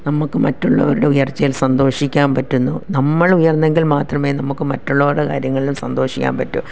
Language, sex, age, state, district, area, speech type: Malayalam, female, 45-60, Kerala, Kollam, rural, spontaneous